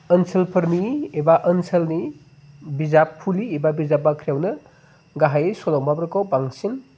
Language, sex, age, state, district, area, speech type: Bodo, male, 30-45, Assam, Chirang, urban, spontaneous